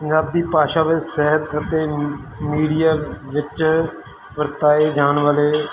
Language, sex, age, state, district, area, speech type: Punjabi, male, 30-45, Punjab, Mansa, urban, spontaneous